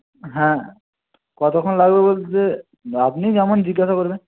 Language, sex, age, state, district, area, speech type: Bengali, male, 45-60, West Bengal, Jhargram, rural, conversation